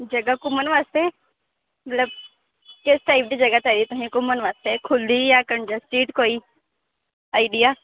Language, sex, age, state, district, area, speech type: Dogri, female, 18-30, Jammu and Kashmir, Jammu, rural, conversation